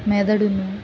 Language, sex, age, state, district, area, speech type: Telugu, female, 30-45, Andhra Pradesh, Guntur, rural, spontaneous